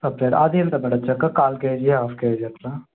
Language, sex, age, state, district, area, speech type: Telugu, male, 18-30, Andhra Pradesh, Krishna, urban, conversation